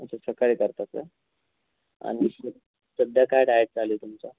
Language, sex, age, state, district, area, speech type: Marathi, female, 18-30, Maharashtra, Nashik, urban, conversation